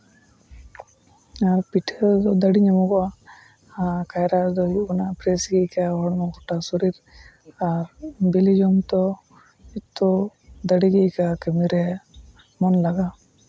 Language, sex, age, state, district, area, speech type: Santali, male, 18-30, West Bengal, Uttar Dinajpur, rural, spontaneous